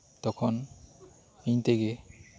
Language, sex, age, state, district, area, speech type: Santali, male, 18-30, West Bengal, Birbhum, rural, spontaneous